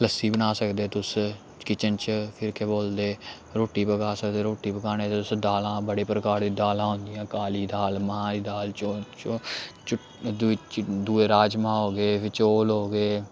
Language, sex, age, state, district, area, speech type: Dogri, male, 18-30, Jammu and Kashmir, Samba, urban, spontaneous